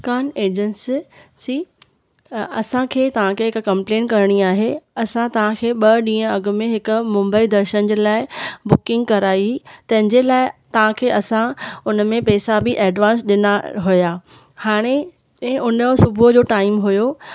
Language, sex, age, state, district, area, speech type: Sindhi, female, 30-45, Maharashtra, Thane, urban, spontaneous